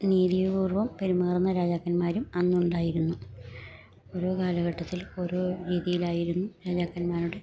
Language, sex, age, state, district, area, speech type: Malayalam, female, 60+, Kerala, Idukki, rural, spontaneous